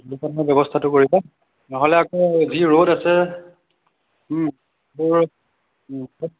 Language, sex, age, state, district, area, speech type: Assamese, male, 18-30, Assam, Nagaon, rural, conversation